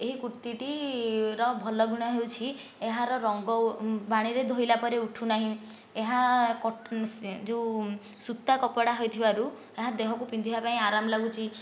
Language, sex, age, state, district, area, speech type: Odia, female, 30-45, Odisha, Nayagarh, rural, spontaneous